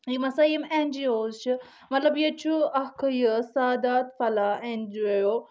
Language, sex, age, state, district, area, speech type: Kashmiri, male, 18-30, Jammu and Kashmir, Budgam, rural, spontaneous